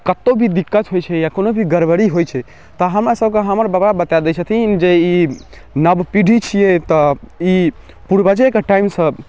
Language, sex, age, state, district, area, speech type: Maithili, male, 18-30, Bihar, Darbhanga, rural, spontaneous